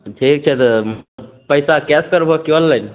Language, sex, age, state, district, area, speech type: Maithili, male, 30-45, Bihar, Begusarai, urban, conversation